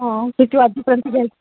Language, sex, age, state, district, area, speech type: Marathi, female, 30-45, Maharashtra, Nagpur, urban, conversation